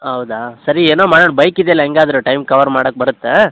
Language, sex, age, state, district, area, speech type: Kannada, male, 18-30, Karnataka, Koppal, rural, conversation